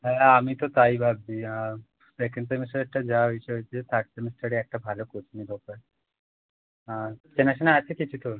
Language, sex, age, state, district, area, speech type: Bengali, male, 18-30, West Bengal, Howrah, urban, conversation